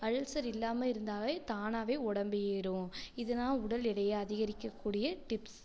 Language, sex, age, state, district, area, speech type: Tamil, female, 18-30, Tamil Nadu, Tiruchirappalli, rural, spontaneous